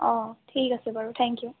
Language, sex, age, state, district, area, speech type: Assamese, female, 18-30, Assam, Sivasagar, rural, conversation